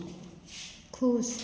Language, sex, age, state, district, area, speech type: Hindi, female, 60+, Bihar, Madhepura, rural, read